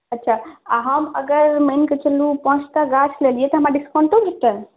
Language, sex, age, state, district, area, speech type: Maithili, female, 18-30, Bihar, Saharsa, urban, conversation